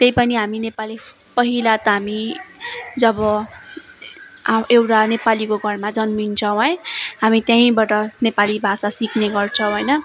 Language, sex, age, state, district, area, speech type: Nepali, female, 18-30, West Bengal, Darjeeling, rural, spontaneous